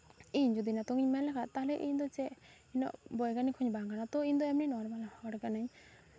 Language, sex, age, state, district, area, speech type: Santali, female, 18-30, West Bengal, Malda, rural, spontaneous